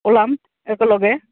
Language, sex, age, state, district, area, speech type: Assamese, female, 45-60, Assam, Goalpara, rural, conversation